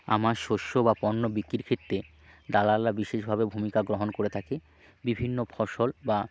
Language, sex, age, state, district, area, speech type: Bengali, male, 45-60, West Bengal, Hooghly, urban, spontaneous